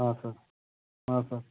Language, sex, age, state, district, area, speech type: Kannada, male, 30-45, Karnataka, Belgaum, rural, conversation